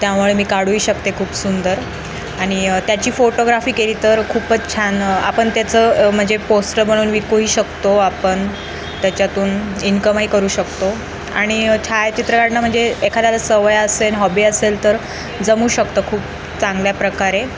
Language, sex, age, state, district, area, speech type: Marathi, female, 18-30, Maharashtra, Jalna, urban, spontaneous